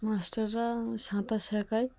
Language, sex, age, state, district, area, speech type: Bengali, female, 18-30, West Bengal, Cooch Behar, urban, spontaneous